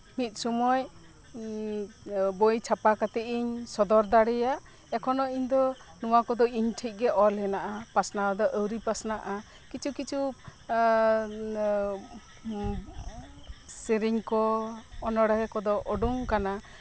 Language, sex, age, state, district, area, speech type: Santali, female, 45-60, West Bengal, Birbhum, rural, spontaneous